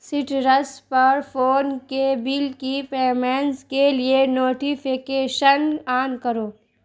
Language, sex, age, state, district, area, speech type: Urdu, female, 30-45, Bihar, Darbhanga, rural, read